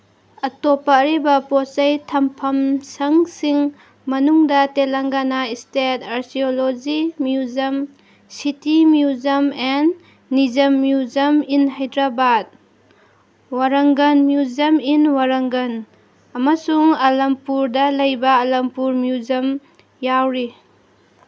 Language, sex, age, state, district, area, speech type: Manipuri, female, 30-45, Manipur, Senapati, rural, read